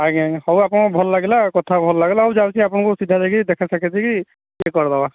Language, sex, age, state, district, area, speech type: Odia, male, 45-60, Odisha, Boudh, rural, conversation